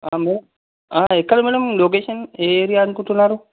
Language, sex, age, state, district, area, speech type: Telugu, male, 45-60, Telangana, Ranga Reddy, rural, conversation